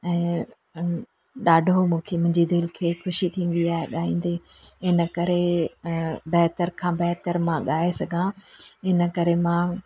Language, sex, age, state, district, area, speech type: Sindhi, female, 45-60, Gujarat, Junagadh, urban, spontaneous